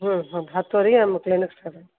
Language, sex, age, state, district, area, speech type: Kannada, female, 60+, Karnataka, Koppal, rural, conversation